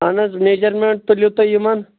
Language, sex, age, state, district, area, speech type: Kashmiri, male, 18-30, Jammu and Kashmir, Anantnag, rural, conversation